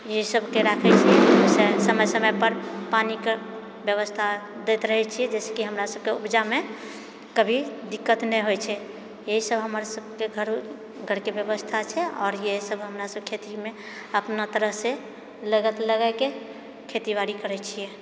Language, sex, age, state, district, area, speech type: Maithili, female, 60+, Bihar, Purnia, rural, spontaneous